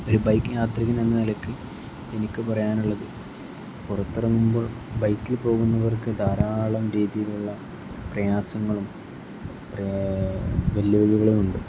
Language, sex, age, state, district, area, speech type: Malayalam, male, 18-30, Kerala, Kozhikode, rural, spontaneous